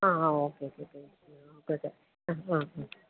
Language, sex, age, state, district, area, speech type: Malayalam, female, 30-45, Kerala, Alappuzha, rural, conversation